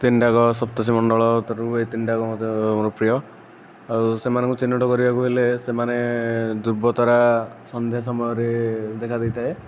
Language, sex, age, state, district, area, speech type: Odia, male, 18-30, Odisha, Nayagarh, rural, spontaneous